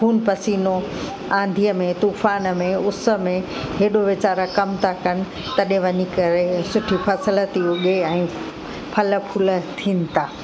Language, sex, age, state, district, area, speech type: Sindhi, female, 45-60, Uttar Pradesh, Lucknow, rural, spontaneous